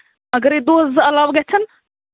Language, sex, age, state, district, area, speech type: Kashmiri, female, 30-45, Jammu and Kashmir, Anantnag, rural, conversation